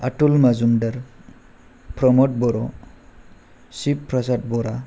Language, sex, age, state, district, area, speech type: Bodo, male, 18-30, Assam, Chirang, urban, spontaneous